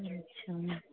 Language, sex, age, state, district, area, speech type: Maithili, female, 18-30, Bihar, Muzaffarpur, urban, conversation